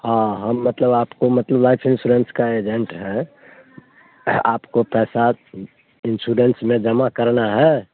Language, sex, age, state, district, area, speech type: Hindi, male, 60+, Bihar, Muzaffarpur, rural, conversation